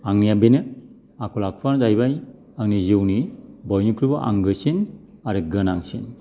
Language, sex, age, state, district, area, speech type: Bodo, male, 45-60, Assam, Kokrajhar, urban, spontaneous